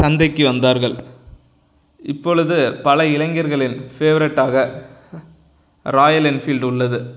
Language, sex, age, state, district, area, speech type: Tamil, male, 18-30, Tamil Nadu, Tiruchirappalli, rural, spontaneous